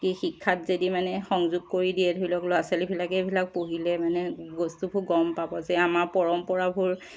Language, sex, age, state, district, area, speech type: Assamese, female, 45-60, Assam, Charaideo, urban, spontaneous